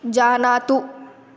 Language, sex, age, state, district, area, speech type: Sanskrit, female, 18-30, Andhra Pradesh, Eluru, rural, read